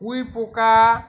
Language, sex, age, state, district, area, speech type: Bengali, male, 45-60, West Bengal, Uttar Dinajpur, rural, spontaneous